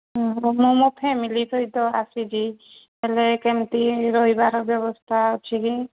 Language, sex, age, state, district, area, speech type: Odia, female, 45-60, Odisha, Angul, rural, conversation